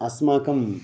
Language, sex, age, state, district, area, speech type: Sanskrit, male, 30-45, Telangana, Narayanpet, urban, spontaneous